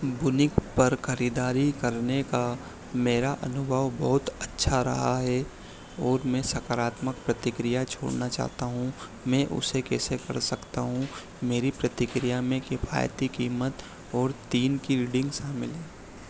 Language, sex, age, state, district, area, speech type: Hindi, male, 30-45, Madhya Pradesh, Harda, urban, read